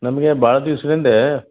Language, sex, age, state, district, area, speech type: Kannada, male, 60+, Karnataka, Gulbarga, urban, conversation